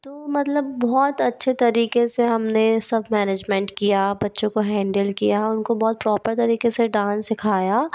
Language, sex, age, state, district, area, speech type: Hindi, female, 45-60, Madhya Pradesh, Bhopal, urban, spontaneous